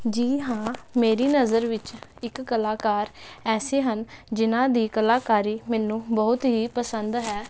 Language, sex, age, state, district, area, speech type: Punjabi, female, 18-30, Punjab, Jalandhar, urban, spontaneous